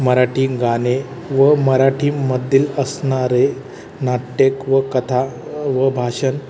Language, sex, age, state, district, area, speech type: Marathi, male, 30-45, Maharashtra, Thane, urban, spontaneous